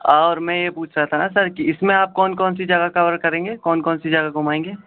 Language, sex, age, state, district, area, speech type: Urdu, male, 18-30, Delhi, East Delhi, urban, conversation